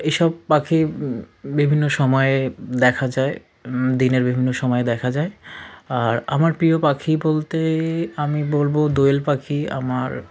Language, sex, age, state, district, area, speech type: Bengali, male, 45-60, West Bengal, South 24 Parganas, rural, spontaneous